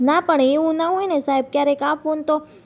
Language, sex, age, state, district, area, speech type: Gujarati, female, 30-45, Gujarat, Rajkot, urban, spontaneous